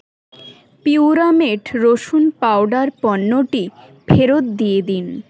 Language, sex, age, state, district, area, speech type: Bengali, female, 18-30, West Bengal, Hooghly, urban, read